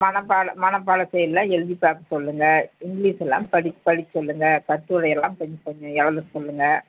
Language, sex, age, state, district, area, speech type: Tamil, female, 60+, Tamil Nadu, Dharmapuri, urban, conversation